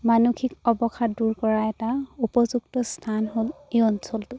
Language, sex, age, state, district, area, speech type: Assamese, female, 18-30, Assam, Charaideo, rural, spontaneous